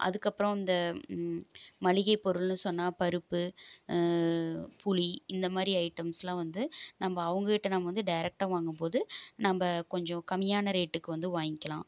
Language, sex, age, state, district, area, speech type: Tamil, female, 30-45, Tamil Nadu, Erode, rural, spontaneous